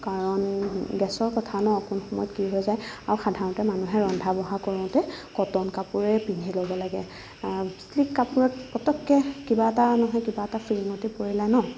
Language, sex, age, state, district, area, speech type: Assamese, female, 30-45, Assam, Nagaon, rural, spontaneous